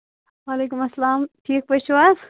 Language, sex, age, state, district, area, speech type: Kashmiri, female, 18-30, Jammu and Kashmir, Kulgam, rural, conversation